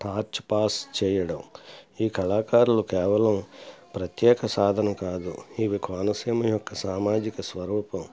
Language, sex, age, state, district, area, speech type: Telugu, male, 60+, Andhra Pradesh, Konaseema, rural, spontaneous